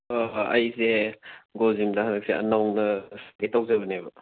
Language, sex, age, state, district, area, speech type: Manipuri, male, 18-30, Manipur, Bishnupur, rural, conversation